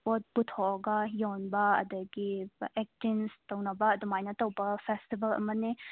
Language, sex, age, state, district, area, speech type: Manipuri, female, 18-30, Manipur, Imphal West, rural, conversation